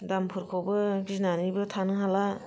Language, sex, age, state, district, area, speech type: Bodo, female, 30-45, Assam, Kokrajhar, rural, spontaneous